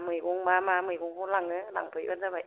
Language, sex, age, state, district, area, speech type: Bodo, female, 30-45, Assam, Kokrajhar, rural, conversation